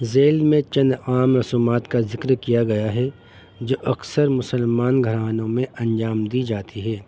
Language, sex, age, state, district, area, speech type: Urdu, male, 30-45, Delhi, North East Delhi, urban, spontaneous